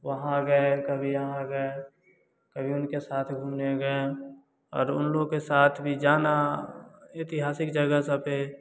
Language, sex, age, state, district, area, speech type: Hindi, male, 18-30, Bihar, Samastipur, rural, spontaneous